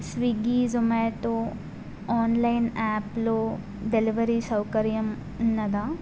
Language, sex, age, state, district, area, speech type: Telugu, female, 18-30, Telangana, Adilabad, urban, spontaneous